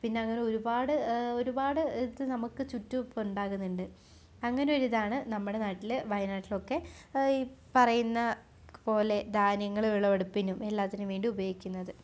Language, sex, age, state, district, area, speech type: Malayalam, female, 18-30, Kerala, Wayanad, rural, spontaneous